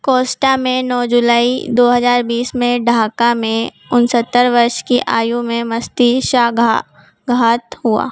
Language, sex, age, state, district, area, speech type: Hindi, female, 18-30, Madhya Pradesh, Harda, urban, read